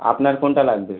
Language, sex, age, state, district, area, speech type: Bengali, male, 18-30, West Bengal, Howrah, urban, conversation